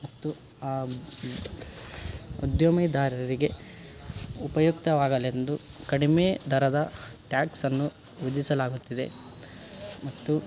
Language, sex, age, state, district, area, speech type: Kannada, male, 18-30, Karnataka, Koppal, rural, spontaneous